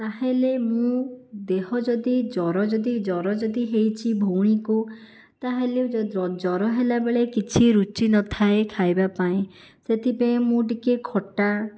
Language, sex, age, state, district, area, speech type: Odia, female, 60+, Odisha, Jajpur, rural, spontaneous